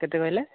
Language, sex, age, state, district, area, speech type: Odia, male, 18-30, Odisha, Mayurbhanj, rural, conversation